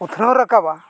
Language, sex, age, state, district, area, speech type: Santali, male, 45-60, Odisha, Mayurbhanj, rural, spontaneous